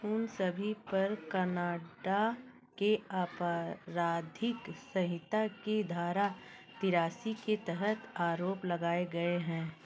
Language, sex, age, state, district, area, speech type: Hindi, female, 30-45, Uttar Pradesh, Bhadohi, urban, read